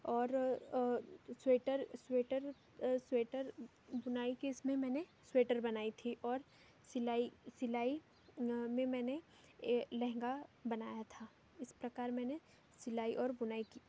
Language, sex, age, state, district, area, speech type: Hindi, female, 18-30, Madhya Pradesh, Betul, urban, spontaneous